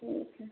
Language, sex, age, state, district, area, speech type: Hindi, female, 30-45, Bihar, Vaishali, rural, conversation